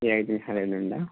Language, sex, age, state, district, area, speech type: Telugu, male, 30-45, Andhra Pradesh, Srikakulam, urban, conversation